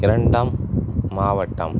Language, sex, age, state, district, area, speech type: Tamil, male, 30-45, Tamil Nadu, Tiruchirappalli, rural, spontaneous